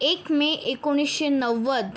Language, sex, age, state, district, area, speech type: Marathi, female, 18-30, Maharashtra, Yavatmal, rural, spontaneous